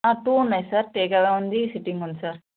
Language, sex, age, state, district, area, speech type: Telugu, female, 30-45, Telangana, Vikarabad, urban, conversation